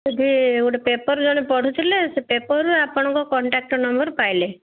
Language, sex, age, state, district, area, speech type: Odia, female, 45-60, Odisha, Ganjam, urban, conversation